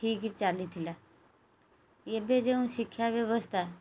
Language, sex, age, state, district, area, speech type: Odia, female, 45-60, Odisha, Kendrapara, urban, spontaneous